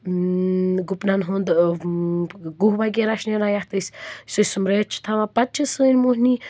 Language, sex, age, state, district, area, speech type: Kashmiri, female, 30-45, Jammu and Kashmir, Baramulla, rural, spontaneous